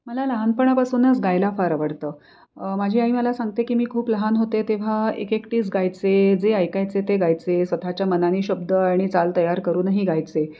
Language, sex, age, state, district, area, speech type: Marathi, female, 45-60, Maharashtra, Pune, urban, spontaneous